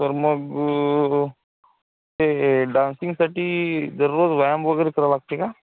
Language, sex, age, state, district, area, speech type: Marathi, male, 30-45, Maharashtra, Gadchiroli, rural, conversation